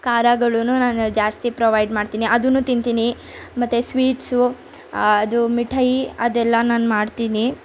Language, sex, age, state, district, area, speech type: Kannada, female, 18-30, Karnataka, Mysore, urban, spontaneous